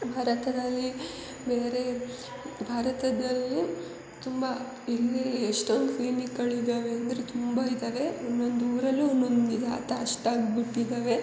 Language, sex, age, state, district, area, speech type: Kannada, female, 30-45, Karnataka, Hassan, urban, spontaneous